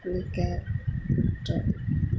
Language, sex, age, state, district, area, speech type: Telugu, female, 30-45, Andhra Pradesh, Kurnool, rural, spontaneous